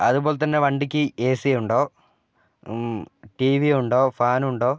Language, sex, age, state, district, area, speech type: Malayalam, male, 30-45, Kerala, Wayanad, rural, spontaneous